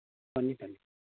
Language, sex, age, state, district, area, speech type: Manipuri, male, 60+, Manipur, Thoubal, rural, conversation